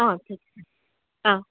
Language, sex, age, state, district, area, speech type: Assamese, female, 30-45, Assam, Jorhat, urban, conversation